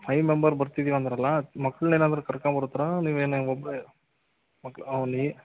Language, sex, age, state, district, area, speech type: Kannada, male, 45-60, Karnataka, Chitradurga, rural, conversation